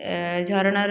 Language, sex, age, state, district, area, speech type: Odia, female, 18-30, Odisha, Puri, urban, spontaneous